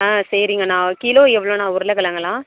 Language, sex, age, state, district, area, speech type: Tamil, female, 18-30, Tamil Nadu, Thanjavur, rural, conversation